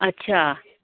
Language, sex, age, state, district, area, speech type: Dogri, female, 30-45, Jammu and Kashmir, Reasi, rural, conversation